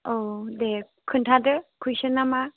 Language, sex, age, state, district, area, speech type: Bodo, female, 18-30, Assam, Chirang, urban, conversation